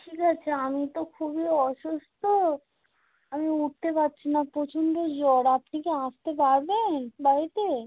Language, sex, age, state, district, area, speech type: Bengali, female, 30-45, West Bengal, North 24 Parganas, urban, conversation